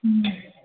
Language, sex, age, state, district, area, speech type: Tamil, female, 60+, Tamil Nadu, Mayiladuthurai, rural, conversation